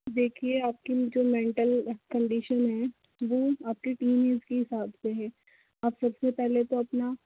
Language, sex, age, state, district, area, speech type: Hindi, male, 60+, Rajasthan, Jaipur, urban, conversation